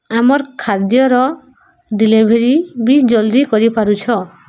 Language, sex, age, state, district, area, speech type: Odia, female, 18-30, Odisha, Subarnapur, urban, spontaneous